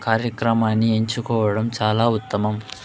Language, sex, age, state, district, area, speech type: Telugu, male, 18-30, Andhra Pradesh, Chittoor, urban, spontaneous